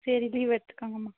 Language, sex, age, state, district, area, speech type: Tamil, female, 18-30, Tamil Nadu, Nilgiris, urban, conversation